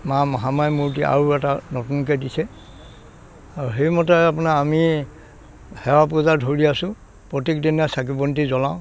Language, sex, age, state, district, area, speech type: Assamese, male, 60+, Assam, Dhemaji, rural, spontaneous